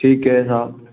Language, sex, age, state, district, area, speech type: Hindi, male, 45-60, Madhya Pradesh, Gwalior, rural, conversation